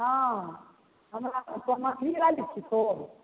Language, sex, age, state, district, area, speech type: Maithili, female, 60+, Bihar, Begusarai, rural, conversation